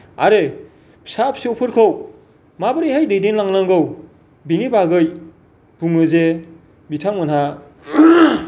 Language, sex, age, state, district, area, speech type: Bodo, male, 45-60, Assam, Kokrajhar, rural, spontaneous